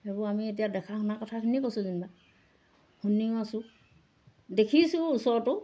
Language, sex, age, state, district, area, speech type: Assamese, female, 60+, Assam, Golaghat, rural, spontaneous